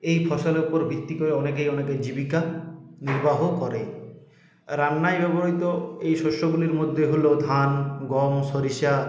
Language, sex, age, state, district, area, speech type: Bengali, male, 45-60, West Bengal, Purulia, urban, spontaneous